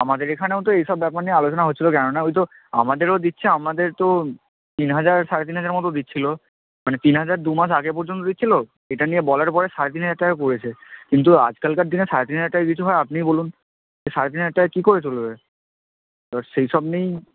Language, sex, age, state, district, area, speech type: Bengali, male, 30-45, West Bengal, Purba Medinipur, rural, conversation